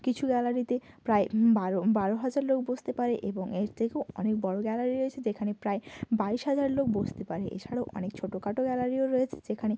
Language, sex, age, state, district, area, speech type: Bengali, female, 18-30, West Bengal, Hooghly, urban, spontaneous